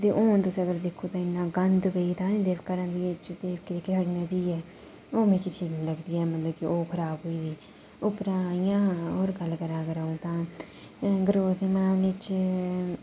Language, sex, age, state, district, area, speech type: Dogri, female, 30-45, Jammu and Kashmir, Udhampur, urban, spontaneous